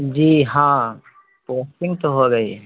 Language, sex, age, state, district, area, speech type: Urdu, male, 30-45, Bihar, East Champaran, urban, conversation